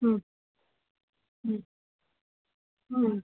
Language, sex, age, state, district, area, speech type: Kannada, female, 30-45, Karnataka, Chamarajanagar, rural, conversation